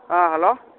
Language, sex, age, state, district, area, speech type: Manipuri, male, 45-60, Manipur, Tengnoupal, rural, conversation